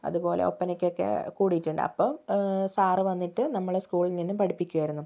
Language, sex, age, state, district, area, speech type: Malayalam, female, 18-30, Kerala, Kozhikode, rural, spontaneous